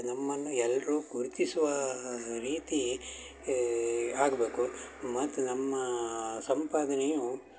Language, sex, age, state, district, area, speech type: Kannada, male, 60+, Karnataka, Shimoga, rural, spontaneous